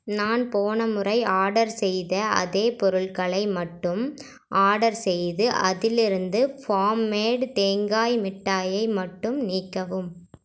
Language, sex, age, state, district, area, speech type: Tamil, female, 18-30, Tamil Nadu, Erode, rural, read